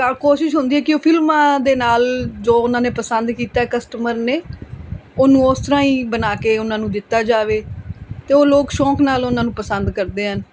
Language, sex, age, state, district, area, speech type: Punjabi, female, 45-60, Punjab, Fazilka, rural, spontaneous